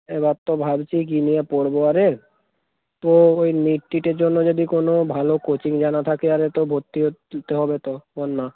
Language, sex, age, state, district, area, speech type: Bengali, male, 18-30, West Bengal, Hooghly, urban, conversation